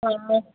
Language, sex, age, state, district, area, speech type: Punjabi, female, 30-45, Punjab, Firozpur, urban, conversation